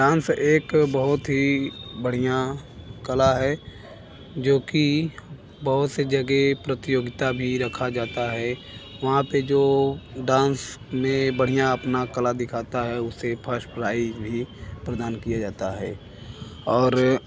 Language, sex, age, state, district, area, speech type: Hindi, male, 18-30, Uttar Pradesh, Bhadohi, rural, spontaneous